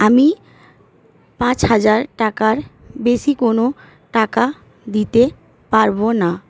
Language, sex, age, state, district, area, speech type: Bengali, female, 18-30, West Bengal, Howrah, urban, spontaneous